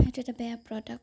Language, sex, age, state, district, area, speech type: Assamese, female, 18-30, Assam, Sonitpur, rural, spontaneous